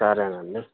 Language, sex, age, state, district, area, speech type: Telugu, male, 18-30, Telangana, Jangaon, rural, conversation